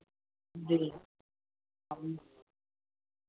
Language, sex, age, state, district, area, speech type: Hindi, male, 18-30, Bihar, Vaishali, urban, conversation